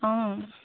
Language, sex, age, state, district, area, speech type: Assamese, female, 45-60, Assam, Dibrugarh, rural, conversation